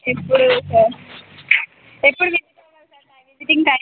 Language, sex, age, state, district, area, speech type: Telugu, female, 18-30, Telangana, Sangareddy, rural, conversation